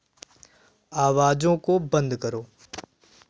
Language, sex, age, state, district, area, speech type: Hindi, male, 18-30, Uttar Pradesh, Jaunpur, rural, read